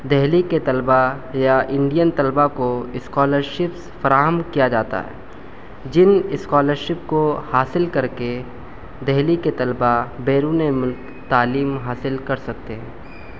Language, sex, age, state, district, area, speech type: Urdu, male, 18-30, Delhi, South Delhi, urban, spontaneous